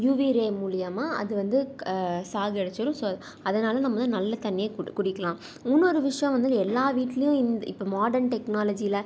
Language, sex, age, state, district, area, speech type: Tamil, female, 18-30, Tamil Nadu, Salem, urban, spontaneous